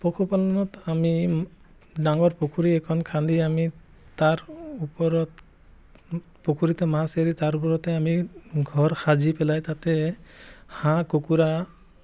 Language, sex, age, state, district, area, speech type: Assamese, male, 30-45, Assam, Biswanath, rural, spontaneous